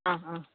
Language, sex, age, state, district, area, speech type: Assamese, female, 30-45, Assam, Sivasagar, rural, conversation